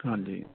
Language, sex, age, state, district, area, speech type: Punjabi, male, 30-45, Punjab, Rupnagar, rural, conversation